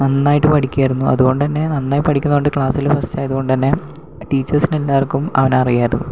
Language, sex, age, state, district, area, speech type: Malayalam, male, 18-30, Kerala, Palakkad, rural, spontaneous